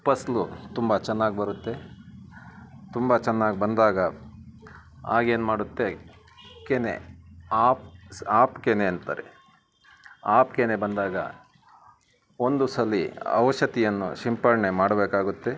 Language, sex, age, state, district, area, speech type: Kannada, male, 30-45, Karnataka, Bangalore Urban, urban, spontaneous